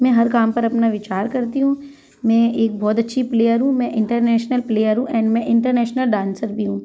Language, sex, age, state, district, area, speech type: Hindi, female, 30-45, Madhya Pradesh, Gwalior, rural, spontaneous